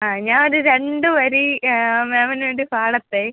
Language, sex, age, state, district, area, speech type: Malayalam, female, 18-30, Kerala, Kollam, rural, conversation